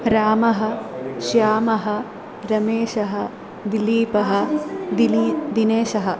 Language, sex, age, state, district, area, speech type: Sanskrit, female, 18-30, Kerala, Palakkad, urban, spontaneous